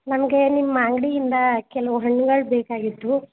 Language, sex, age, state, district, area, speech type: Kannada, female, 18-30, Karnataka, Chamarajanagar, urban, conversation